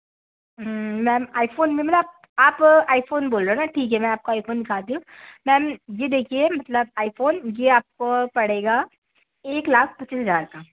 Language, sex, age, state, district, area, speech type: Hindi, female, 30-45, Madhya Pradesh, Balaghat, rural, conversation